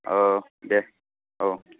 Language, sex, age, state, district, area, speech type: Bodo, male, 30-45, Assam, Chirang, rural, conversation